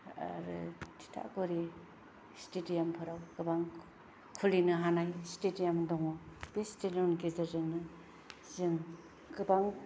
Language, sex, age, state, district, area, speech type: Bodo, female, 45-60, Assam, Kokrajhar, rural, spontaneous